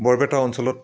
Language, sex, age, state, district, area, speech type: Assamese, male, 60+, Assam, Barpeta, rural, spontaneous